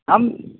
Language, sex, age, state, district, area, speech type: Santali, male, 18-30, West Bengal, Birbhum, rural, conversation